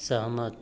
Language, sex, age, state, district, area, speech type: Hindi, male, 30-45, Uttar Pradesh, Azamgarh, rural, read